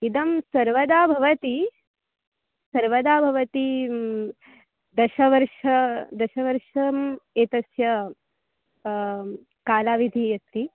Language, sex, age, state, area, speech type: Sanskrit, female, 18-30, Goa, urban, conversation